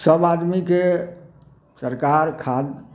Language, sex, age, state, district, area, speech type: Maithili, male, 60+, Bihar, Samastipur, urban, spontaneous